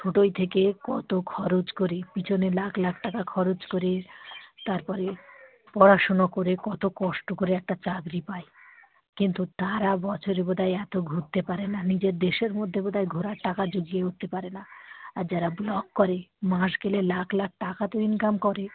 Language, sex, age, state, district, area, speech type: Bengali, female, 45-60, West Bengal, Dakshin Dinajpur, urban, conversation